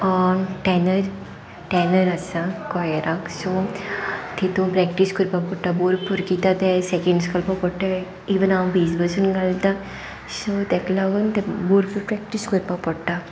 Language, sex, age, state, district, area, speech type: Goan Konkani, female, 18-30, Goa, Sanguem, rural, spontaneous